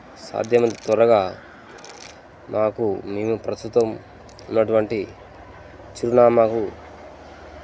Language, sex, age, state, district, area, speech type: Telugu, male, 30-45, Telangana, Jangaon, rural, spontaneous